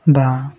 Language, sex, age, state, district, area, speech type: Bengali, male, 18-30, West Bengal, Murshidabad, urban, spontaneous